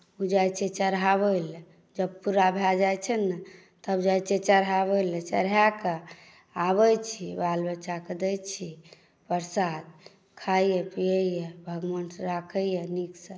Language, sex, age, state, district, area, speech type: Maithili, male, 60+, Bihar, Saharsa, rural, spontaneous